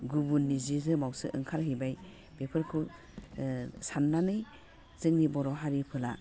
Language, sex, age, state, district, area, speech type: Bodo, female, 45-60, Assam, Udalguri, urban, spontaneous